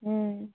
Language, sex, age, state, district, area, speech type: Maithili, female, 30-45, Bihar, Samastipur, urban, conversation